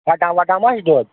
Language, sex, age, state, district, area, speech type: Kashmiri, male, 18-30, Jammu and Kashmir, Srinagar, urban, conversation